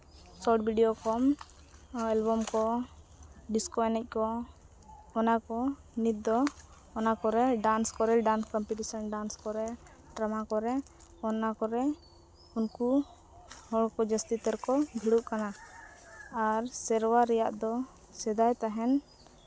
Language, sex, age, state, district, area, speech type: Santali, female, 30-45, Jharkhand, East Singhbhum, rural, spontaneous